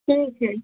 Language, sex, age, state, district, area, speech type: Hindi, female, 18-30, Uttar Pradesh, Azamgarh, urban, conversation